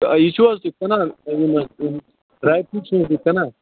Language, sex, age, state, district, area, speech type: Kashmiri, male, 30-45, Jammu and Kashmir, Bandipora, rural, conversation